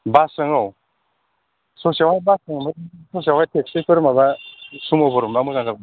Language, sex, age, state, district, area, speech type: Bodo, male, 30-45, Assam, Kokrajhar, rural, conversation